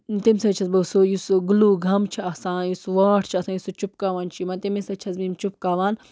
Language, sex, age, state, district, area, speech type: Kashmiri, female, 18-30, Jammu and Kashmir, Baramulla, rural, spontaneous